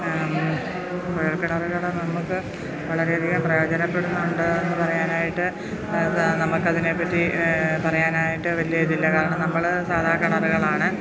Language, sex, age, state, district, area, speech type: Malayalam, female, 30-45, Kerala, Pathanamthitta, rural, spontaneous